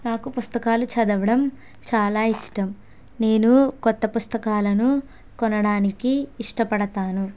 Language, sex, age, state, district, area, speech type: Telugu, female, 18-30, Andhra Pradesh, Kakinada, rural, spontaneous